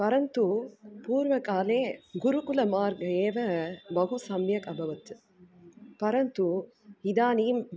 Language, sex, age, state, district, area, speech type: Sanskrit, female, 45-60, Tamil Nadu, Tiruchirappalli, urban, spontaneous